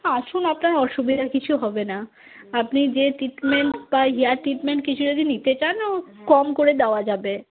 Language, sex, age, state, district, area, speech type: Bengali, female, 30-45, West Bengal, Cooch Behar, rural, conversation